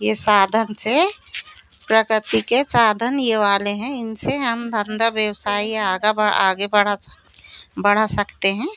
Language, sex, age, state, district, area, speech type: Hindi, female, 45-60, Madhya Pradesh, Seoni, urban, spontaneous